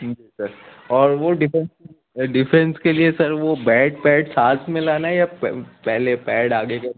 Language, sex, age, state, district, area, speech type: Urdu, male, 18-30, Uttar Pradesh, Azamgarh, rural, conversation